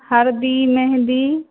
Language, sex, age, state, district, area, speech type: Maithili, female, 18-30, Bihar, Samastipur, rural, conversation